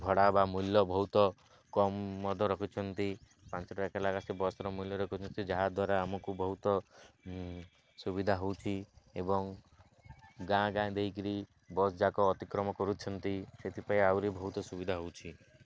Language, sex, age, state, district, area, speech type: Odia, male, 18-30, Odisha, Malkangiri, urban, spontaneous